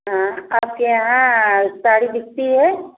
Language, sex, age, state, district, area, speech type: Hindi, female, 45-60, Uttar Pradesh, Bhadohi, rural, conversation